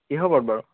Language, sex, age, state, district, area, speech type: Assamese, male, 18-30, Assam, Dhemaji, urban, conversation